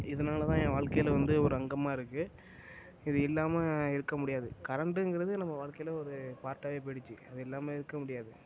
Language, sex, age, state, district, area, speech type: Tamil, male, 18-30, Tamil Nadu, Mayiladuthurai, urban, spontaneous